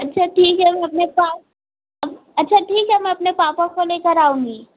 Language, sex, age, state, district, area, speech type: Hindi, female, 18-30, Uttar Pradesh, Azamgarh, rural, conversation